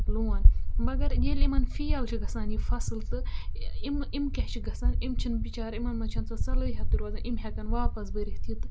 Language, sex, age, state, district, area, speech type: Kashmiri, female, 30-45, Jammu and Kashmir, Budgam, rural, spontaneous